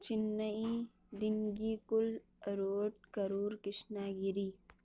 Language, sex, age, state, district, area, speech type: Urdu, female, 60+, Uttar Pradesh, Lucknow, urban, spontaneous